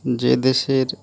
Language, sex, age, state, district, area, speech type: Bengali, male, 30-45, West Bengal, Dakshin Dinajpur, urban, spontaneous